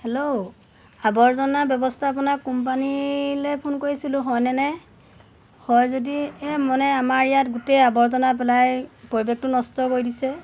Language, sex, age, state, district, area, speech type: Assamese, female, 30-45, Assam, Golaghat, rural, spontaneous